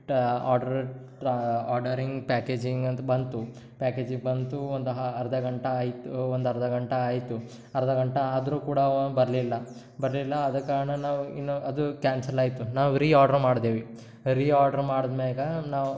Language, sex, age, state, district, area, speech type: Kannada, male, 18-30, Karnataka, Gulbarga, urban, spontaneous